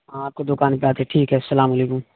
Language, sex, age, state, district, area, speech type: Urdu, male, 45-60, Bihar, Supaul, rural, conversation